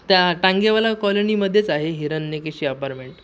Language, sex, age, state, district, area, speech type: Marathi, male, 18-30, Maharashtra, Sindhudurg, rural, spontaneous